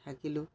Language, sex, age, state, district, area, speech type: Assamese, male, 30-45, Assam, Majuli, urban, spontaneous